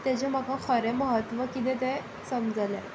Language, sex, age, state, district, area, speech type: Goan Konkani, female, 18-30, Goa, Sanguem, rural, spontaneous